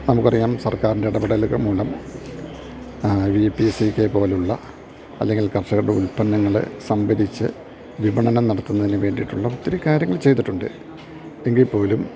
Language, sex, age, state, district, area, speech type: Malayalam, male, 60+, Kerala, Idukki, rural, spontaneous